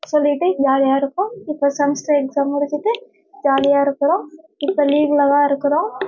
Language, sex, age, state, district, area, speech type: Tamil, female, 18-30, Tamil Nadu, Nagapattinam, rural, spontaneous